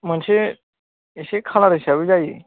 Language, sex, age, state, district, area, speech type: Bodo, male, 18-30, Assam, Kokrajhar, rural, conversation